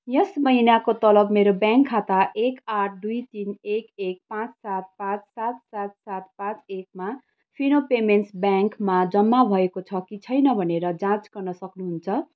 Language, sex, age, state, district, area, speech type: Nepali, female, 30-45, West Bengal, Kalimpong, rural, read